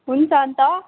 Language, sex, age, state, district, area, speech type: Nepali, female, 18-30, West Bengal, Darjeeling, rural, conversation